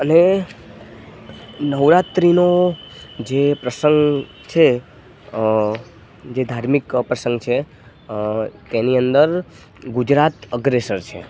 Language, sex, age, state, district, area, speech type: Gujarati, male, 18-30, Gujarat, Narmada, rural, spontaneous